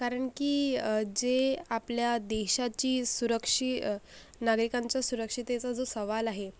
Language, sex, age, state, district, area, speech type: Marathi, female, 45-60, Maharashtra, Akola, rural, spontaneous